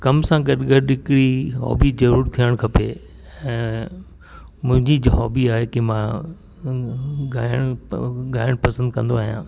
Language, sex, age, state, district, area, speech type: Sindhi, male, 60+, Delhi, South Delhi, urban, spontaneous